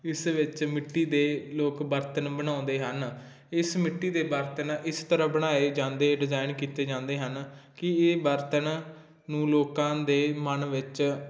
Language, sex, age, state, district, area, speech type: Punjabi, male, 18-30, Punjab, Muktsar, rural, spontaneous